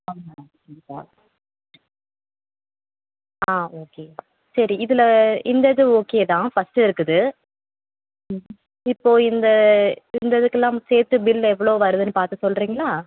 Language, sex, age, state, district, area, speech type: Tamil, female, 18-30, Tamil Nadu, Tiruvallur, urban, conversation